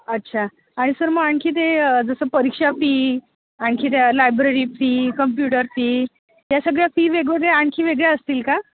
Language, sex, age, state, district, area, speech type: Marathi, female, 45-60, Maharashtra, Nagpur, urban, conversation